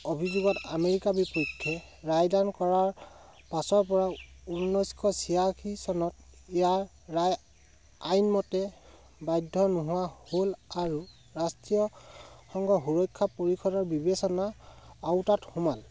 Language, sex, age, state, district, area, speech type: Assamese, male, 30-45, Assam, Sivasagar, rural, spontaneous